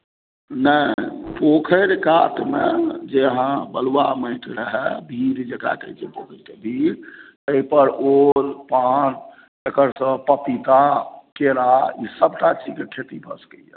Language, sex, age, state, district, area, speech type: Maithili, male, 45-60, Bihar, Madhubani, rural, conversation